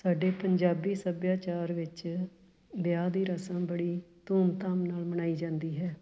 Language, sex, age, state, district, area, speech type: Punjabi, female, 45-60, Punjab, Fatehgarh Sahib, urban, spontaneous